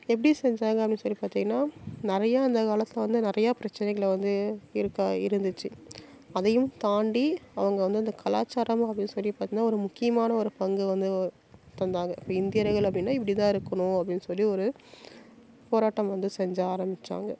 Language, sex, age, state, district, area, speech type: Tamil, female, 30-45, Tamil Nadu, Salem, rural, spontaneous